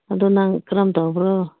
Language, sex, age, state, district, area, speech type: Manipuri, female, 18-30, Manipur, Kangpokpi, urban, conversation